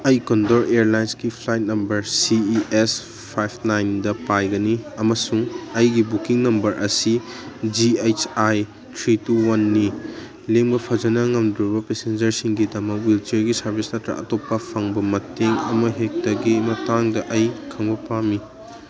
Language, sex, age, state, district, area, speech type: Manipuri, male, 18-30, Manipur, Kangpokpi, urban, read